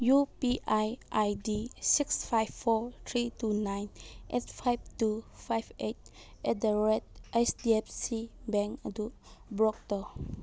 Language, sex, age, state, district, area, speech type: Manipuri, female, 30-45, Manipur, Chandel, rural, read